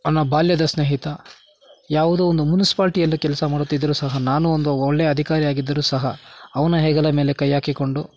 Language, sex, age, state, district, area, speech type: Kannada, male, 60+, Karnataka, Kolar, rural, spontaneous